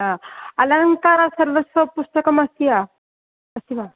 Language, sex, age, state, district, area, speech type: Sanskrit, female, 60+, Tamil Nadu, Thanjavur, urban, conversation